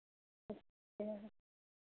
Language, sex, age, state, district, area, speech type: Hindi, female, 60+, Uttar Pradesh, Sitapur, rural, conversation